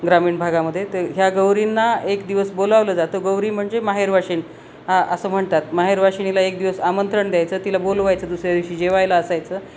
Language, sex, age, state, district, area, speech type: Marathi, female, 45-60, Maharashtra, Nanded, rural, spontaneous